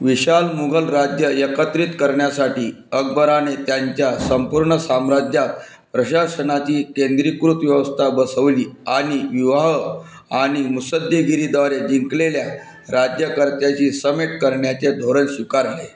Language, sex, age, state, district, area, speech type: Marathi, male, 45-60, Maharashtra, Wardha, urban, read